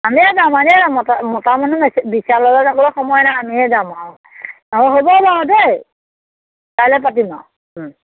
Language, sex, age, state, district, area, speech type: Assamese, female, 45-60, Assam, Majuli, urban, conversation